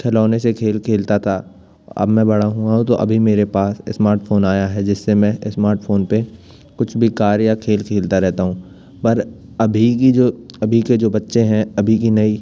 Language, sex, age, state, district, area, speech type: Hindi, male, 18-30, Madhya Pradesh, Jabalpur, urban, spontaneous